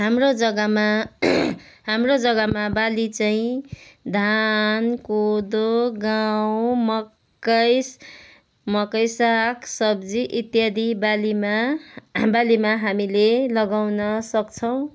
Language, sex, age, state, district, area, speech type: Nepali, female, 30-45, West Bengal, Kalimpong, rural, spontaneous